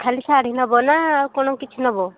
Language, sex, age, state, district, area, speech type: Odia, female, 60+, Odisha, Angul, rural, conversation